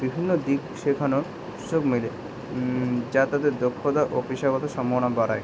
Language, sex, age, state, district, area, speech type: Bengali, male, 18-30, West Bengal, Kolkata, urban, spontaneous